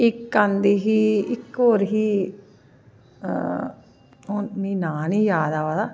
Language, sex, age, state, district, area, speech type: Dogri, female, 45-60, Jammu and Kashmir, Jammu, urban, spontaneous